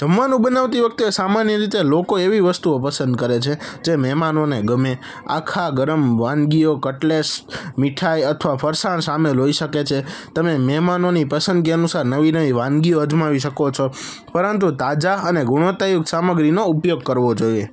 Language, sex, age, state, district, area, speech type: Gujarati, male, 18-30, Gujarat, Rajkot, urban, spontaneous